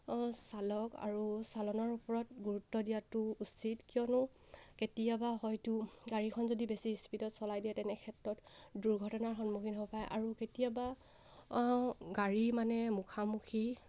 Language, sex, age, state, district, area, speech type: Assamese, female, 18-30, Assam, Sivasagar, rural, spontaneous